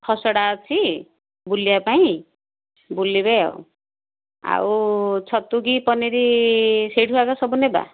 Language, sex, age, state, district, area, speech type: Odia, female, 45-60, Odisha, Gajapati, rural, conversation